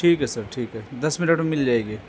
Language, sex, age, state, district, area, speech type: Urdu, male, 45-60, Delhi, North East Delhi, urban, spontaneous